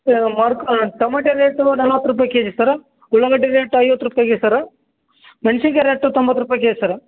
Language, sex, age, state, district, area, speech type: Kannada, male, 18-30, Karnataka, Bellary, urban, conversation